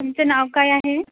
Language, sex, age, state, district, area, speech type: Marathi, female, 18-30, Maharashtra, Nagpur, urban, conversation